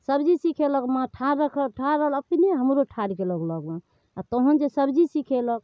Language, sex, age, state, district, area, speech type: Maithili, female, 45-60, Bihar, Darbhanga, rural, spontaneous